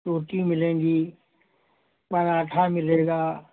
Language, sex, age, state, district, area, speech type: Hindi, male, 60+, Uttar Pradesh, Hardoi, rural, conversation